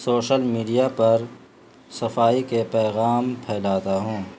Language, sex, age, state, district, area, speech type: Urdu, male, 45-60, Bihar, Gaya, urban, spontaneous